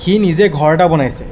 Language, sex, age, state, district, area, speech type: Assamese, male, 18-30, Assam, Darrang, rural, spontaneous